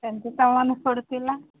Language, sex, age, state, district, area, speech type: Odia, female, 30-45, Odisha, Nabarangpur, urban, conversation